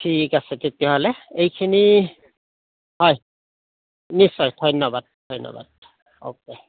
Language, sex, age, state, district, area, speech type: Assamese, male, 60+, Assam, Udalguri, rural, conversation